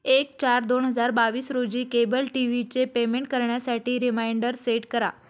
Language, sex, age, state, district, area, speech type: Marathi, female, 30-45, Maharashtra, Buldhana, rural, read